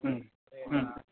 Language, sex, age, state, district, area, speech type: Bengali, male, 45-60, West Bengal, Dakshin Dinajpur, rural, conversation